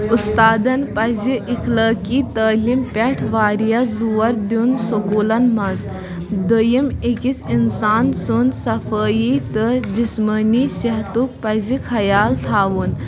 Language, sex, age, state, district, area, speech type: Kashmiri, female, 18-30, Jammu and Kashmir, Kulgam, rural, spontaneous